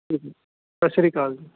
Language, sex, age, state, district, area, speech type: Punjabi, male, 18-30, Punjab, Gurdaspur, rural, conversation